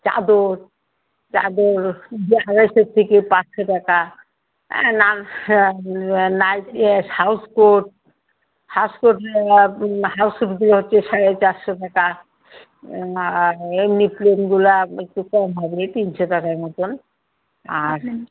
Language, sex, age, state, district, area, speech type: Bengali, female, 60+, West Bengal, Alipurduar, rural, conversation